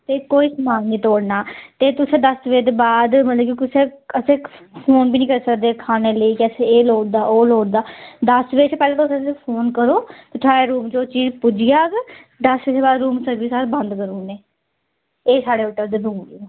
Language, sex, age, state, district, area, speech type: Dogri, female, 18-30, Jammu and Kashmir, Udhampur, rural, conversation